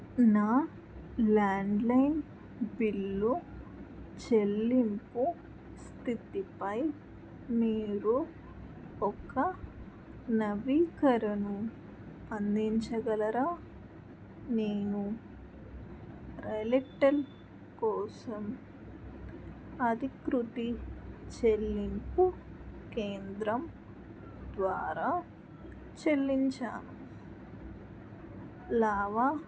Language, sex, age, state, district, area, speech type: Telugu, female, 18-30, Andhra Pradesh, Krishna, rural, read